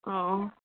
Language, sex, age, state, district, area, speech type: Assamese, female, 18-30, Assam, Udalguri, rural, conversation